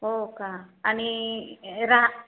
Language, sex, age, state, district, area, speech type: Marathi, female, 45-60, Maharashtra, Buldhana, rural, conversation